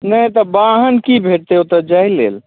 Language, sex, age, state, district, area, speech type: Maithili, male, 45-60, Bihar, Supaul, rural, conversation